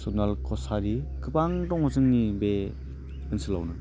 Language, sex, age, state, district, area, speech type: Bodo, male, 18-30, Assam, Udalguri, urban, spontaneous